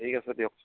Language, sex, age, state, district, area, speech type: Assamese, male, 30-45, Assam, Charaideo, rural, conversation